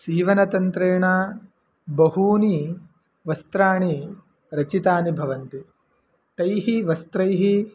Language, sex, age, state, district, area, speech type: Sanskrit, male, 18-30, Karnataka, Mandya, rural, spontaneous